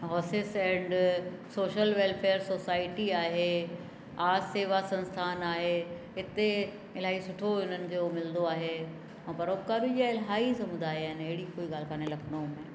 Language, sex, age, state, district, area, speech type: Sindhi, female, 60+, Uttar Pradesh, Lucknow, rural, spontaneous